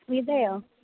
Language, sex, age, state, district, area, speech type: Malayalam, female, 18-30, Kerala, Pathanamthitta, rural, conversation